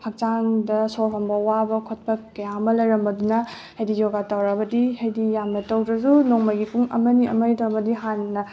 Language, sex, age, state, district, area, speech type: Manipuri, female, 18-30, Manipur, Bishnupur, rural, spontaneous